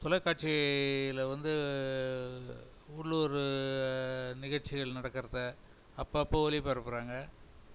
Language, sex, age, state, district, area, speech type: Tamil, male, 60+, Tamil Nadu, Cuddalore, rural, spontaneous